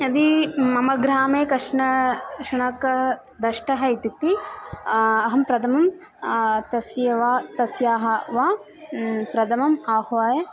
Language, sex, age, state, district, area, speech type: Sanskrit, female, 18-30, Tamil Nadu, Thanjavur, rural, spontaneous